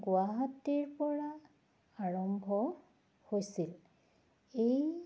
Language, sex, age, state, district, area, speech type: Assamese, female, 45-60, Assam, Charaideo, urban, spontaneous